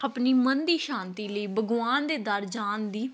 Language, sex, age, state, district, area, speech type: Punjabi, female, 18-30, Punjab, Gurdaspur, rural, spontaneous